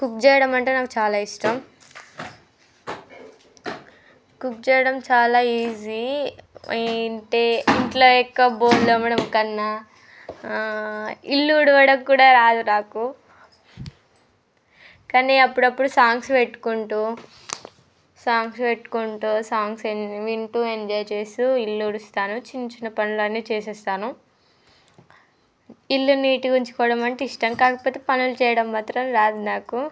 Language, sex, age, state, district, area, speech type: Telugu, female, 18-30, Telangana, Mancherial, rural, spontaneous